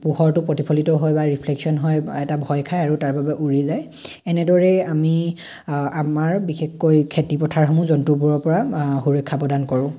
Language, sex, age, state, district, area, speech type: Assamese, male, 18-30, Assam, Dhemaji, rural, spontaneous